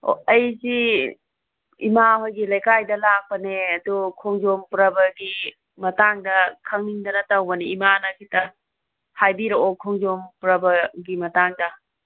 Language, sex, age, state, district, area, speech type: Manipuri, female, 60+, Manipur, Thoubal, rural, conversation